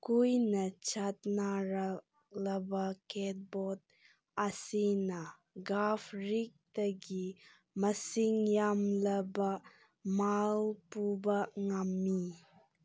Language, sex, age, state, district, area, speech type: Manipuri, female, 18-30, Manipur, Senapati, urban, read